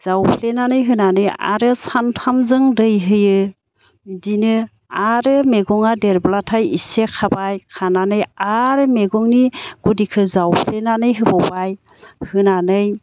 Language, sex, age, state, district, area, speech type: Bodo, female, 45-60, Assam, Baksa, rural, spontaneous